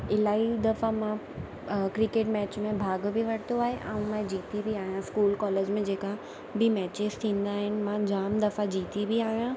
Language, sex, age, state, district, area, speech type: Sindhi, female, 18-30, Gujarat, Surat, urban, spontaneous